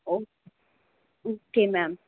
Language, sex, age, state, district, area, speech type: Punjabi, female, 18-30, Punjab, Muktsar, rural, conversation